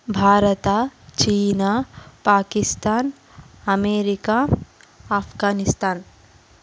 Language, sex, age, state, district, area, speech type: Kannada, female, 30-45, Karnataka, Tumkur, rural, spontaneous